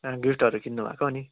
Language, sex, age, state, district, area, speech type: Nepali, male, 18-30, West Bengal, Kalimpong, rural, conversation